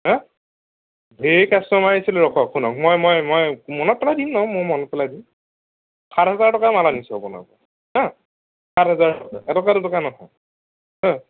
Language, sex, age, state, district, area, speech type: Assamese, male, 30-45, Assam, Nagaon, rural, conversation